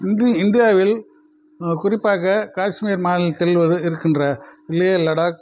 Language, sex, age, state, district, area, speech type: Tamil, male, 45-60, Tamil Nadu, Krishnagiri, rural, spontaneous